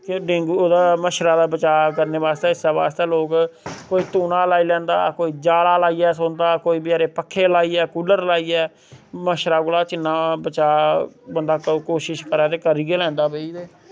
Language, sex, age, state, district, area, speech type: Dogri, male, 30-45, Jammu and Kashmir, Samba, rural, spontaneous